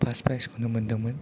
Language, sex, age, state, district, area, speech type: Bodo, male, 30-45, Assam, Kokrajhar, rural, spontaneous